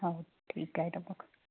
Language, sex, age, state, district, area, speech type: Marathi, female, 30-45, Maharashtra, Wardha, rural, conversation